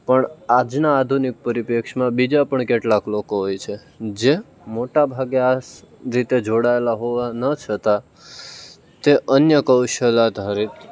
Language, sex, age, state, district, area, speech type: Gujarati, male, 18-30, Gujarat, Rajkot, rural, spontaneous